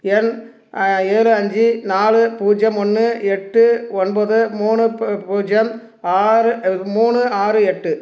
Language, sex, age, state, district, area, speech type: Tamil, male, 45-60, Tamil Nadu, Dharmapuri, rural, read